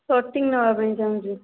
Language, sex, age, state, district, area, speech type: Odia, female, 18-30, Odisha, Jajpur, rural, conversation